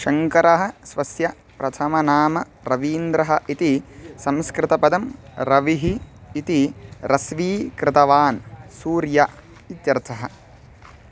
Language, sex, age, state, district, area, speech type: Sanskrit, male, 18-30, Karnataka, Chitradurga, rural, read